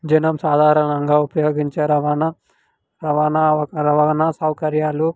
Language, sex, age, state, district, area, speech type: Telugu, male, 18-30, Telangana, Sangareddy, urban, spontaneous